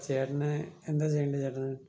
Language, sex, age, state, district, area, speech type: Malayalam, male, 30-45, Kerala, Palakkad, rural, spontaneous